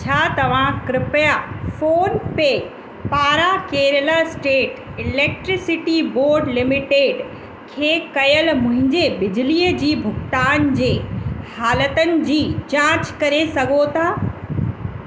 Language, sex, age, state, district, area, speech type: Sindhi, female, 30-45, Uttar Pradesh, Lucknow, urban, read